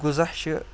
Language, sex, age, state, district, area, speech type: Kashmiri, male, 30-45, Jammu and Kashmir, Kupwara, rural, spontaneous